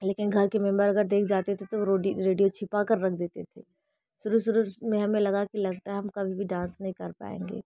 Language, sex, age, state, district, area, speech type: Hindi, female, 30-45, Uttar Pradesh, Bhadohi, rural, spontaneous